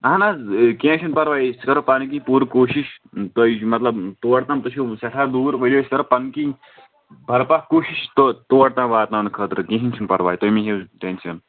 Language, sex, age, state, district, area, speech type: Kashmiri, male, 18-30, Jammu and Kashmir, Kulgam, rural, conversation